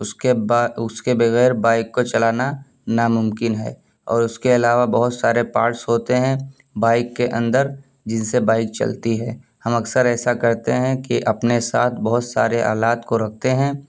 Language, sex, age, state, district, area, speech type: Urdu, male, 18-30, Uttar Pradesh, Siddharthnagar, rural, spontaneous